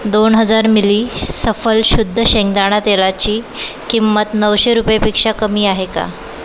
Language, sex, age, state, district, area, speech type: Marathi, female, 30-45, Maharashtra, Nagpur, urban, read